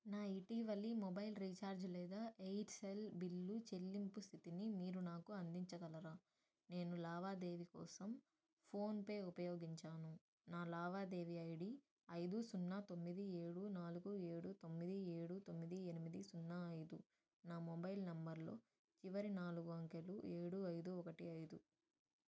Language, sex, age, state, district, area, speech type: Telugu, female, 30-45, Andhra Pradesh, Nellore, urban, read